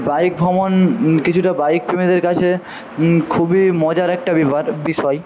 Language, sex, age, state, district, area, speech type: Bengali, male, 45-60, West Bengal, Paschim Medinipur, rural, spontaneous